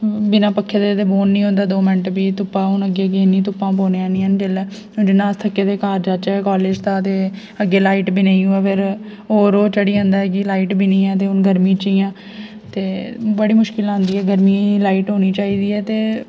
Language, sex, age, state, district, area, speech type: Dogri, female, 18-30, Jammu and Kashmir, Jammu, rural, spontaneous